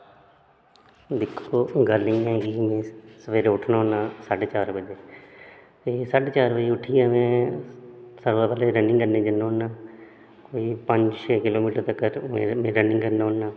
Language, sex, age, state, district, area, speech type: Dogri, male, 30-45, Jammu and Kashmir, Udhampur, urban, spontaneous